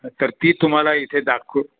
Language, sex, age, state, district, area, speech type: Marathi, male, 60+, Maharashtra, Nashik, urban, conversation